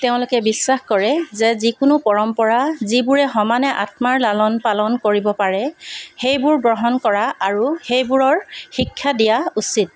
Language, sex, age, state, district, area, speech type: Assamese, female, 45-60, Assam, Dibrugarh, urban, read